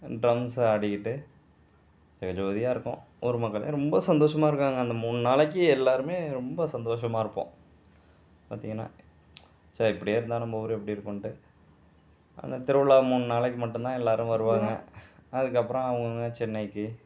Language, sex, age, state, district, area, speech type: Tamil, male, 45-60, Tamil Nadu, Mayiladuthurai, urban, spontaneous